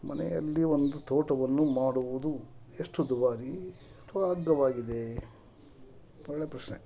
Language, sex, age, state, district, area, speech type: Kannada, male, 45-60, Karnataka, Koppal, rural, spontaneous